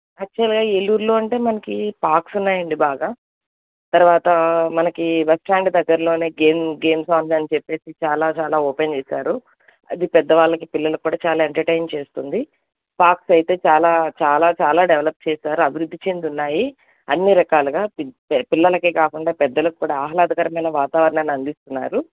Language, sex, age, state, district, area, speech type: Telugu, female, 45-60, Andhra Pradesh, Eluru, urban, conversation